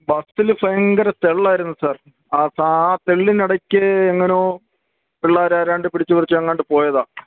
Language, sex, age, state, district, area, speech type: Malayalam, male, 60+, Kerala, Kottayam, rural, conversation